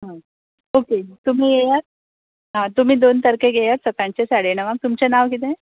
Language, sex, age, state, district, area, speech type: Goan Konkani, female, 30-45, Goa, Tiswadi, rural, conversation